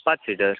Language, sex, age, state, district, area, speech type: Marathi, male, 30-45, Maharashtra, Sindhudurg, rural, conversation